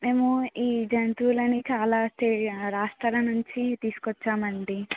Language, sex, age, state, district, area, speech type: Telugu, female, 18-30, Telangana, Mulugu, rural, conversation